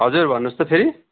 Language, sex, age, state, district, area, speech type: Nepali, male, 45-60, West Bengal, Darjeeling, rural, conversation